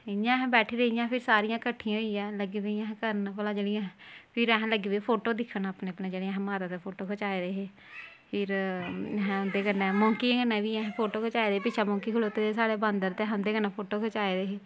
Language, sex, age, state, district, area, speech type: Dogri, female, 30-45, Jammu and Kashmir, Kathua, rural, spontaneous